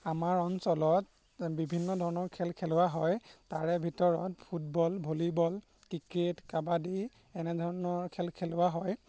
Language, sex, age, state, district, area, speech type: Assamese, male, 18-30, Assam, Golaghat, rural, spontaneous